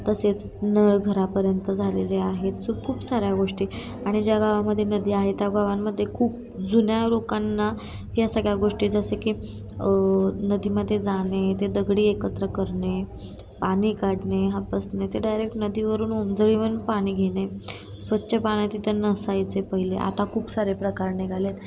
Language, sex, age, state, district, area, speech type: Marathi, female, 18-30, Maharashtra, Satara, rural, spontaneous